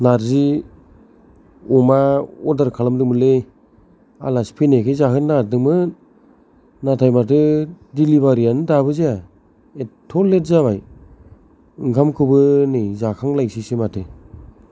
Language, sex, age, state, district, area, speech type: Bodo, male, 30-45, Assam, Kokrajhar, rural, spontaneous